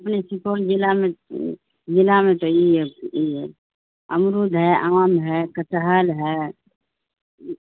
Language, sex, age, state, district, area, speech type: Urdu, female, 60+, Bihar, Supaul, rural, conversation